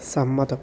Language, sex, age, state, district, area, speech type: Malayalam, male, 30-45, Kerala, Palakkad, rural, read